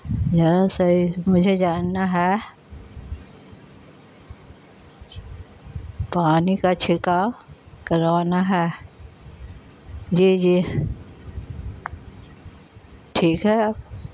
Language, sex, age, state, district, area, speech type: Urdu, female, 60+, Bihar, Gaya, urban, spontaneous